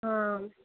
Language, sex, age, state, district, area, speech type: Marathi, female, 18-30, Maharashtra, Akola, urban, conversation